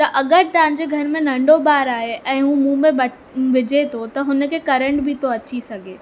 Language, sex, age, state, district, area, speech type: Sindhi, female, 18-30, Maharashtra, Mumbai Suburban, urban, spontaneous